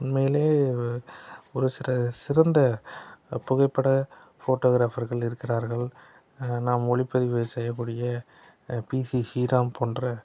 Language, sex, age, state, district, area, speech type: Tamil, male, 30-45, Tamil Nadu, Salem, urban, spontaneous